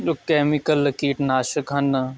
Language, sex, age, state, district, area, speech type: Punjabi, male, 18-30, Punjab, Shaheed Bhagat Singh Nagar, rural, spontaneous